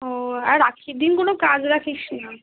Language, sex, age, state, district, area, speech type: Bengali, female, 18-30, West Bengal, Kolkata, urban, conversation